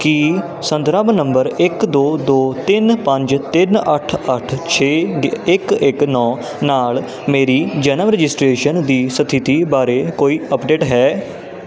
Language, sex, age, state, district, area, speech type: Punjabi, male, 18-30, Punjab, Ludhiana, urban, read